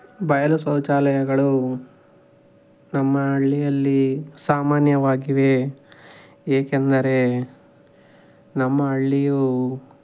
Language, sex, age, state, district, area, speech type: Kannada, male, 18-30, Karnataka, Tumkur, rural, spontaneous